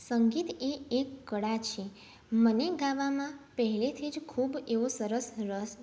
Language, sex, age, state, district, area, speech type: Gujarati, female, 18-30, Gujarat, Mehsana, rural, spontaneous